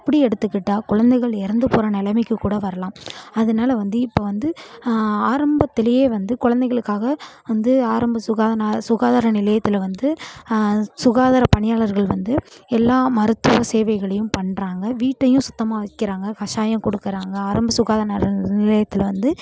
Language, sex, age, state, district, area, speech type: Tamil, female, 18-30, Tamil Nadu, Namakkal, rural, spontaneous